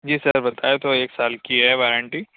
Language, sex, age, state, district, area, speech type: Urdu, male, 30-45, Uttar Pradesh, Lucknow, urban, conversation